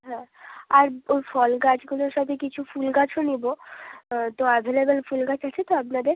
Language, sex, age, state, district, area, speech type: Bengali, female, 30-45, West Bengal, Bankura, urban, conversation